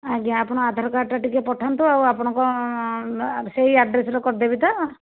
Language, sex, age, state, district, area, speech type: Odia, female, 30-45, Odisha, Jajpur, rural, conversation